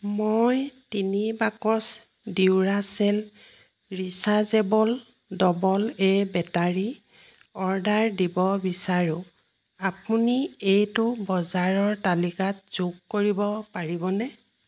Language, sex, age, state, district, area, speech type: Assamese, female, 45-60, Assam, Jorhat, urban, read